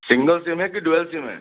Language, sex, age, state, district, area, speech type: Hindi, male, 30-45, Madhya Pradesh, Gwalior, rural, conversation